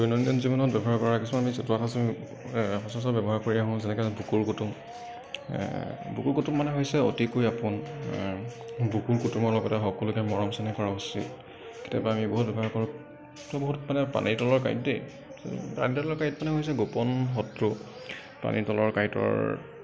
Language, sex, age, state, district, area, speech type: Assamese, male, 18-30, Assam, Kamrup Metropolitan, urban, spontaneous